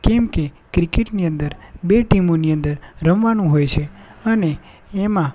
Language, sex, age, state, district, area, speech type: Gujarati, male, 18-30, Gujarat, Anand, rural, spontaneous